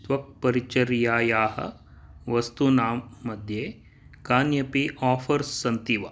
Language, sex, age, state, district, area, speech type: Sanskrit, male, 45-60, Karnataka, Dakshina Kannada, urban, read